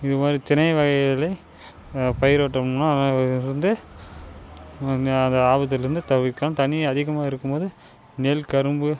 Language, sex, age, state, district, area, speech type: Tamil, male, 18-30, Tamil Nadu, Dharmapuri, urban, spontaneous